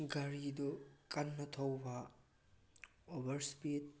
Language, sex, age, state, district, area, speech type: Manipuri, male, 18-30, Manipur, Tengnoupal, rural, spontaneous